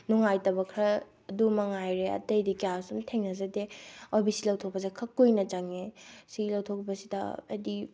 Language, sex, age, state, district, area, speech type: Manipuri, female, 18-30, Manipur, Bishnupur, rural, spontaneous